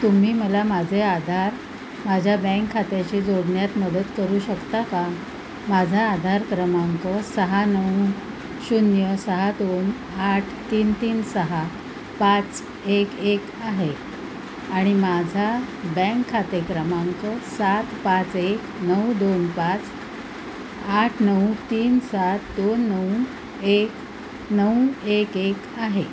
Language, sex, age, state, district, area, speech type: Marathi, female, 60+, Maharashtra, Palghar, urban, read